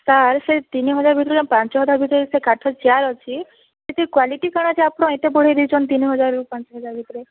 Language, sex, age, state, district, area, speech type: Odia, female, 45-60, Odisha, Boudh, rural, conversation